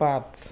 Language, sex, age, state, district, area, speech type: Marathi, male, 30-45, Maharashtra, Amravati, rural, read